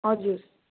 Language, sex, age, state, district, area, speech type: Nepali, female, 30-45, West Bengal, Darjeeling, rural, conversation